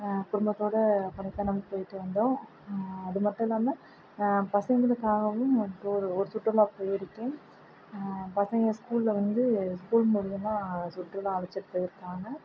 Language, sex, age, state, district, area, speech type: Tamil, female, 45-60, Tamil Nadu, Perambalur, rural, spontaneous